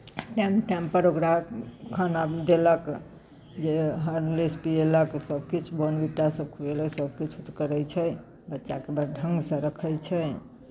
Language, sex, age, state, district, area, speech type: Maithili, female, 45-60, Bihar, Muzaffarpur, rural, spontaneous